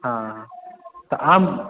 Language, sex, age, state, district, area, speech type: Maithili, male, 18-30, Bihar, Darbhanga, rural, conversation